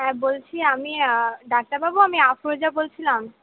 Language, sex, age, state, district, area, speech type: Bengali, female, 18-30, West Bengal, Purba Bardhaman, urban, conversation